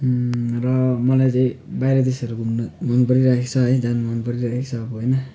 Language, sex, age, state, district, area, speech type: Nepali, male, 18-30, West Bengal, Darjeeling, rural, spontaneous